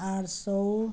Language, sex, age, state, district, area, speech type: Nepali, female, 60+, West Bengal, Jalpaiguri, rural, spontaneous